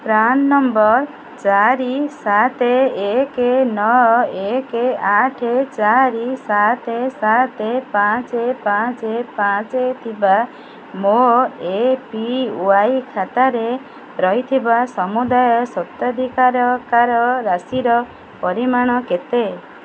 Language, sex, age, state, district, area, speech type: Odia, female, 45-60, Odisha, Kendrapara, urban, read